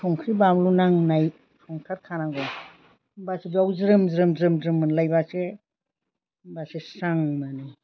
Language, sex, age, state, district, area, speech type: Bodo, female, 60+, Assam, Chirang, rural, spontaneous